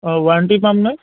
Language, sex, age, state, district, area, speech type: Assamese, male, 30-45, Assam, Charaideo, urban, conversation